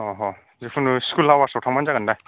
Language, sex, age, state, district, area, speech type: Bodo, male, 30-45, Assam, Kokrajhar, rural, conversation